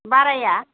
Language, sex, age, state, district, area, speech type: Bodo, female, 45-60, Assam, Kokrajhar, rural, conversation